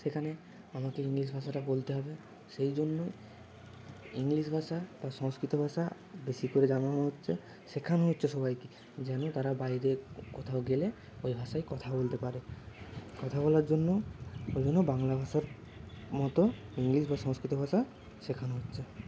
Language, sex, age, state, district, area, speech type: Bengali, male, 30-45, West Bengal, Bankura, urban, spontaneous